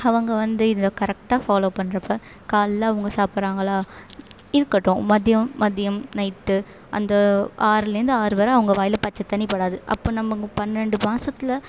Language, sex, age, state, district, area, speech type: Tamil, female, 18-30, Tamil Nadu, Perambalur, rural, spontaneous